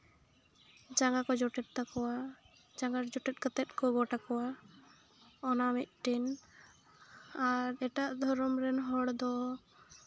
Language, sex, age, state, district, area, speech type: Santali, female, 18-30, West Bengal, Jhargram, rural, spontaneous